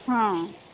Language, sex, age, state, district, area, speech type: Odia, female, 30-45, Odisha, Sambalpur, rural, conversation